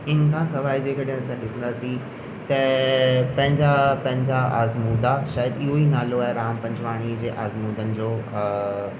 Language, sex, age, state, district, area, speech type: Sindhi, male, 18-30, Rajasthan, Ajmer, urban, spontaneous